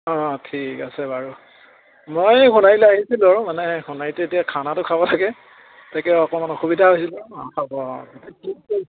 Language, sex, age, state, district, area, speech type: Assamese, male, 60+, Assam, Charaideo, rural, conversation